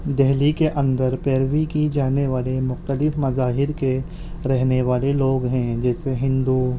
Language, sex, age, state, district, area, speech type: Urdu, male, 18-30, Delhi, Central Delhi, urban, spontaneous